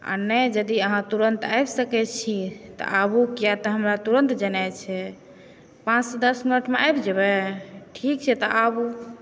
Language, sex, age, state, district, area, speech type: Maithili, female, 18-30, Bihar, Supaul, rural, spontaneous